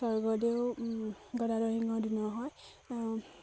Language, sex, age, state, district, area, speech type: Assamese, female, 30-45, Assam, Charaideo, rural, spontaneous